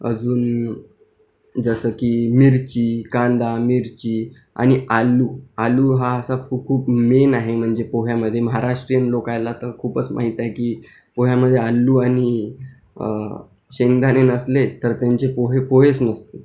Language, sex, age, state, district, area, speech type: Marathi, male, 18-30, Maharashtra, Akola, urban, spontaneous